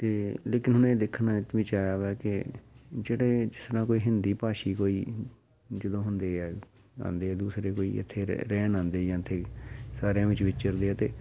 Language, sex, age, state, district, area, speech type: Punjabi, male, 45-60, Punjab, Amritsar, urban, spontaneous